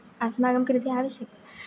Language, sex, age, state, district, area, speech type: Sanskrit, female, 18-30, Kerala, Kannur, rural, spontaneous